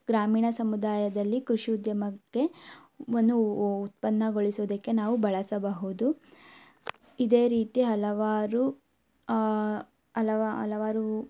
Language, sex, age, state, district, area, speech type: Kannada, female, 18-30, Karnataka, Tumkur, rural, spontaneous